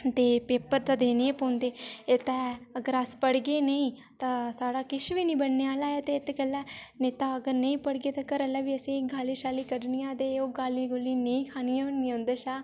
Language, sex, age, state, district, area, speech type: Dogri, female, 18-30, Jammu and Kashmir, Udhampur, rural, spontaneous